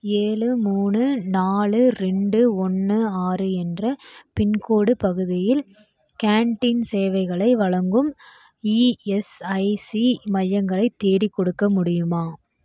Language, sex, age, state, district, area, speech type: Tamil, female, 18-30, Tamil Nadu, Coimbatore, rural, read